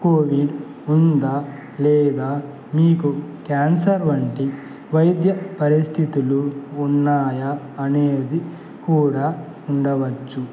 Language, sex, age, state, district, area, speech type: Telugu, male, 18-30, Andhra Pradesh, Annamaya, rural, spontaneous